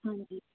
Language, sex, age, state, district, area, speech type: Punjabi, female, 18-30, Punjab, Muktsar, urban, conversation